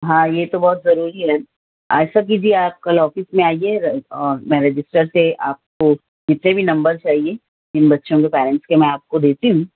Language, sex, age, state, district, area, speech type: Urdu, female, 30-45, Maharashtra, Nashik, rural, conversation